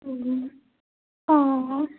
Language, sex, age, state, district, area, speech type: Assamese, female, 18-30, Assam, Udalguri, rural, conversation